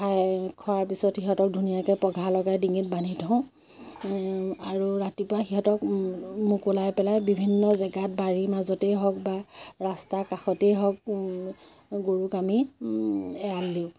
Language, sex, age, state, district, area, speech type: Assamese, female, 30-45, Assam, Majuli, urban, spontaneous